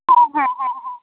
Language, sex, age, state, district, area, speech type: Bengali, female, 18-30, West Bengal, Alipurduar, rural, conversation